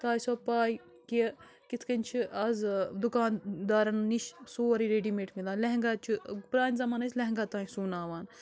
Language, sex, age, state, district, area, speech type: Kashmiri, female, 30-45, Jammu and Kashmir, Bandipora, rural, spontaneous